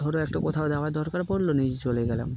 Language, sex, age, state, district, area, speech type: Bengali, male, 18-30, West Bengal, Darjeeling, urban, spontaneous